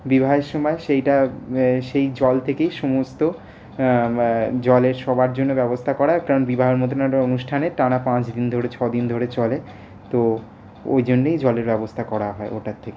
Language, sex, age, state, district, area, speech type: Bengali, male, 18-30, West Bengal, Paschim Bardhaman, urban, spontaneous